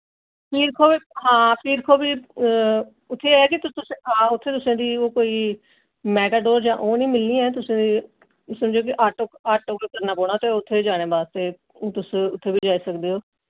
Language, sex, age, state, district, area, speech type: Dogri, female, 60+, Jammu and Kashmir, Jammu, urban, conversation